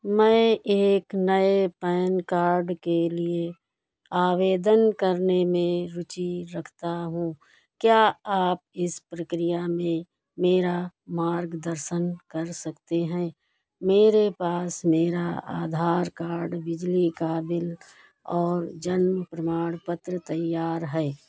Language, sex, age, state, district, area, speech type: Hindi, female, 60+, Uttar Pradesh, Hardoi, rural, read